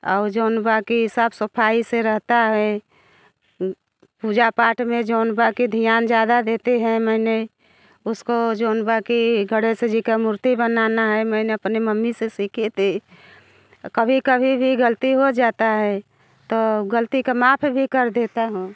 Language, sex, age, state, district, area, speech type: Hindi, female, 60+, Uttar Pradesh, Bhadohi, rural, spontaneous